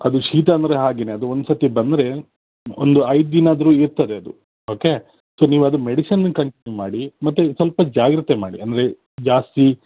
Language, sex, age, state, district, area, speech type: Kannada, male, 30-45, Karnataka, Shimoga, rural, conversation